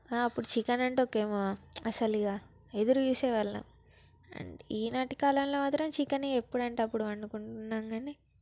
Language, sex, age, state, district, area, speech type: Telugu, female, 18-30, Telangana, Peddapalli, rural, spontaneous